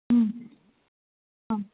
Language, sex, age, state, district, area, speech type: Assamese, female, 60+, Assam, Majuli, urban, conversation